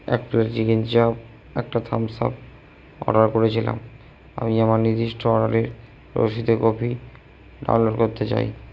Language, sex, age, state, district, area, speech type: Bengali, male, 18-30, West Bengal, Purba Bardhaman, urban, spontaneous